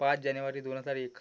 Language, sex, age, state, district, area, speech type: Marathi, male, 18-30, Maharashtra, Amravati, urban, spontaneous